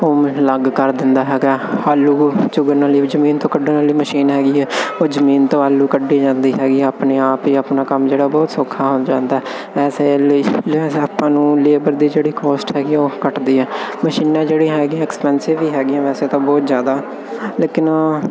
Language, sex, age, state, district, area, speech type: Punjabi, male, 18-30, Punjab, Firozpur, urban, spontaneous